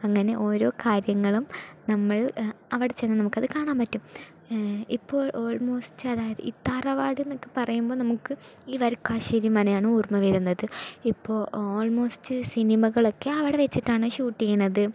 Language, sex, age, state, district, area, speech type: Malayalam, female, 18-30, Kerala, Palakkad, rural, spontaneous